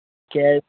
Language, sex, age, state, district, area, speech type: Kashmiri, male, 30-45, Jammu and Kashmir, Kupwara, rural, conversation